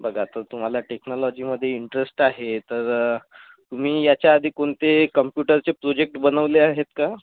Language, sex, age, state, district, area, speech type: Marathi, female, 18-30, Maharashtra, Bhandara, urban, conversation